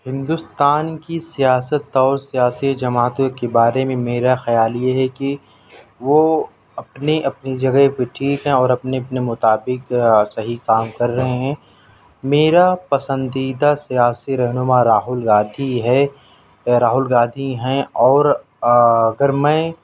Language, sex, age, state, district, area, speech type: Urdu, male, 18-30, Delhi, South Delhi, urban, spontaneous